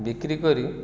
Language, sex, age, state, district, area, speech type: Odia, male, 45-60, Odisha, Jajpur, rural, spontaneous